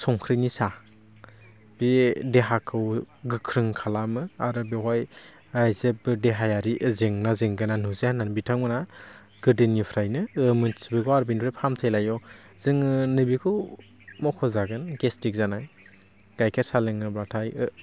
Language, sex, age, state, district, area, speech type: Bodo, male, 18-30, Assam, Baksa, rural, spontaneous